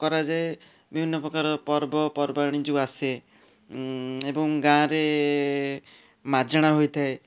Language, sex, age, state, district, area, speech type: Odia, male, 30-45, Odisha, Puri, urban, spontaneous